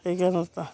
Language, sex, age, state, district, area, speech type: Assamese, female, 45-60, Assam, Udalguri, rural, spontaneous